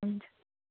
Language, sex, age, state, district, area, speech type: Nepali, female, 30-45, West Bengal, Jalpaiguri, urban, conversation